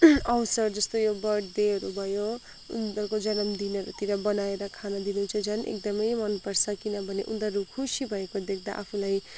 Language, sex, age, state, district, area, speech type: Nepali, female, 45-60, West Bengal, Kalimpong, rural, spontaneous